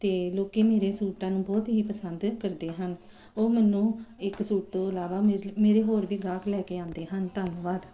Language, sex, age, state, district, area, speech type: Punjabi, female, 45-60, Punjab, Kapurthala, urban, spontaneous